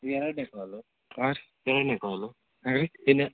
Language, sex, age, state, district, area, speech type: Kannada, male, 45-60, Karnataka, Bagalkot, rural, conversation